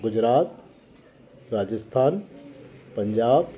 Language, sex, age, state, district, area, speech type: Hindi, male, 45-60, Madhya Pradesh, Jabalpur, urban, spontaneous